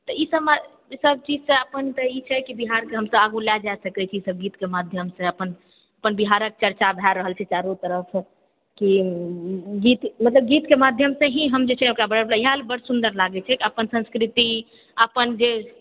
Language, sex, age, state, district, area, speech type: Maithili, female, 45-60, Bihar, Purnia, rural, conversation